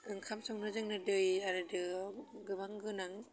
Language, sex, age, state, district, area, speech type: Bodo, female, 30-45, Assam, Udalguri, urban, spontaneous